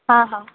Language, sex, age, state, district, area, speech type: Marathi, female, 18-30, Maharashtra, Ahmednagar, rural, conversation